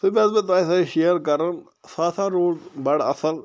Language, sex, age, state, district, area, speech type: Kashmiri, male, 45-60, Jammu and Kashmir, Bandipora, rural, spontaneous